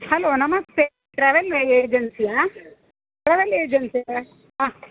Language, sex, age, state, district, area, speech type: Kannada, female, 60+, Karnataka, Udupi, rural, conversation